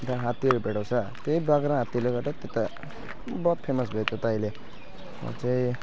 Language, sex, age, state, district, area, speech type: Nepali, male, 18-30, West Bengal, Alipurduar, urban, spontaneous